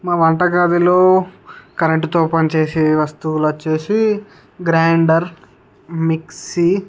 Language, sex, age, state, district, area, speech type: Telugu, male, 60+, Andhra Pradesh, Visakhapatnam, urban, spontaneous